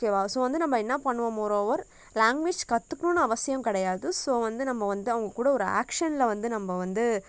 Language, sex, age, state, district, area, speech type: Tamil, female, 18-30, Tamil Nadu, Nagapattinam, rural, spontaneous